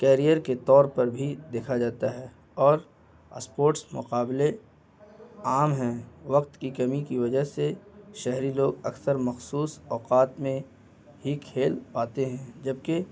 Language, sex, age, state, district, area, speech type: Urdu, male, 18-30, Bihar, Gaya, urban, spontaneous